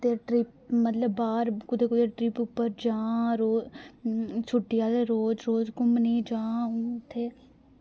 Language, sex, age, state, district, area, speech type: Dogri, female, 18-30, Jammu and Kashmir, Reasi, rural, spontaneous